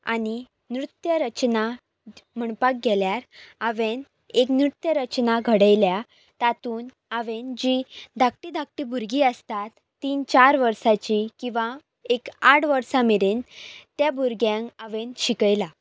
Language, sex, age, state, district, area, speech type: Goan Konkani, female, 18-30, Goa, Pernem, rural, spontaneous